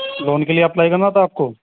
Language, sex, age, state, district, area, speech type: Urdu, male, 30-45, Uttar Pradesh, Muzaffarnagar, urban, conversation